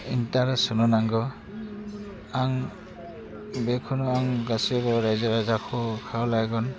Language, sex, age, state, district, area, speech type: Bodo, male, 45-60, Assam, Udalguri, rural, spontaneous